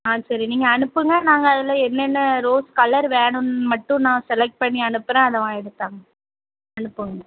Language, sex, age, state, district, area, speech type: Tamil, female, 30-45, Tamil Nadu, Thoothukudi, rural, conversation